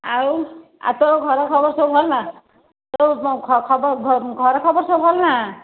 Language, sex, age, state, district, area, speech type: Odia, female, 60+, Odisha, Angul, rural, conversation